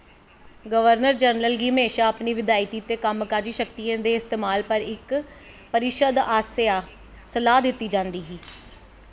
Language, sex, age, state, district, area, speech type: Dogri, female, 30-45, Jammu and Kashmir, Jammu, urban, read